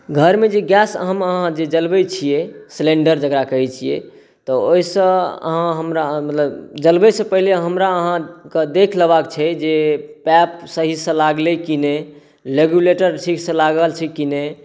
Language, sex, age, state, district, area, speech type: Maithili, male, 18-30, Bihar, Saharsa, rural, spontaneous